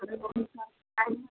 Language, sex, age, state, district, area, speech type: Odia, female, 45-60, Odisha, Gajapati, rural, conversation